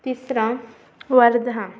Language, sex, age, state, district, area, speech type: Marathi, female, 18-30, Maharashtra, Amravati, urban, spontaneous